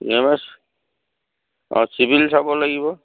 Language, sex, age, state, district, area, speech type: Assamese, male, 45-60, Assam, Dhemaji, rural, conversation